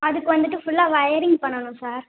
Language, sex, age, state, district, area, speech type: Tamil, female, 18-30, Tamil Nadu, Theni, rural, conversation